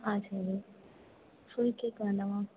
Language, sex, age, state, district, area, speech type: Tamil, female, 18-30, Tamil Nadu, Perambalur, urban, conversation